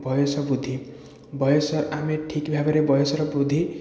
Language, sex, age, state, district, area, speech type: Odia, male, 30-45, Odisha, Puri, urban, spontaneous